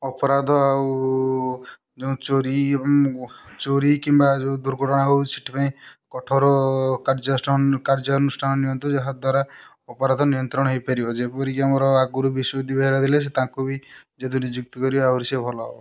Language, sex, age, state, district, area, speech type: Odia, male, 30-45, Odisha, Kendujhar, urban, spontaneous